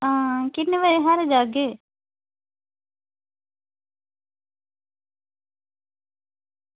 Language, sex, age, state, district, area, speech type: Dogri, female, 30-45, Jammu and Kashmir, Udhampur, rural, conversation